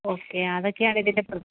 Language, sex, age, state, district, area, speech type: Malayalam, female, 30-45, Kerala, Kottayam, rural, conversation